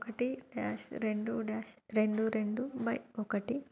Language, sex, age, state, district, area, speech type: Telugu, female, 30-45, Telangana, Warangal, urban, spontaneous